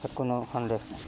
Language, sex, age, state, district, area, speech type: Assamese, male, 60+, Assam, Udalguri, rural, spontaneous